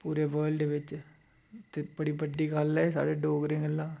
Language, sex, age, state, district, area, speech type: Dogri, male, 18-30, Jammu and Kashmir, Udhampur, rural, spontaneous